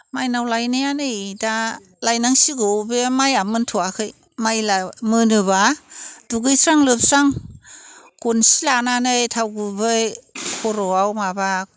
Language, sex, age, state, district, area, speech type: Bodo, female, 60+, Assam, Chirang, rural, spontaneous